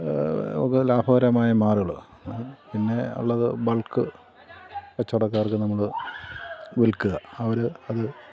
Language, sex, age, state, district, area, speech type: Malayalam, male, 45-60, Kerala, Kottayam, rural, spontaneous